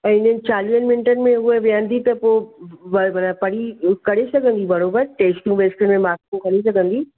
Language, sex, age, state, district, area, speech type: Sindhi, female, 45-60, Maharashtra, Thane, urban, conversation